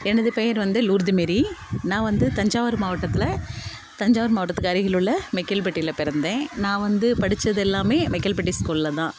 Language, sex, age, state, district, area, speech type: Tamil, female, 45-60, Tamil Nadu, Thanjavur, rural, spontaneous